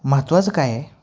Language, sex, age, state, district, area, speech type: Marathi, male, 18-30, Maharashtra, Sangli, urban, spontaneous